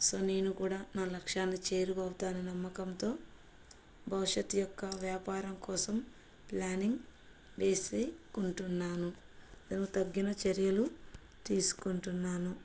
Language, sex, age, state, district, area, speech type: Telugu, female, 30-45, Andhra Pradesh, Kurnool, rural, spontaneous